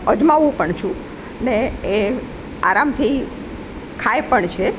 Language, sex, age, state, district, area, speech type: Gujarati, female, 60+, Gujarat, Rajkot, urban, spontaneous